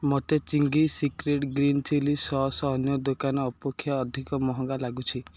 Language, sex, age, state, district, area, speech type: Odia, male, 18-30, Odisha, Ganjam, urban, read